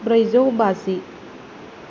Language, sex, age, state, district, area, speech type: Bodo, female, 30-45, Assam, Kokrajhar, rural, spontaneous